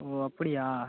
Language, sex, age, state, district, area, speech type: Tamil, male, 18-30, Tamil Nadu, Cuddalore, rural, conversation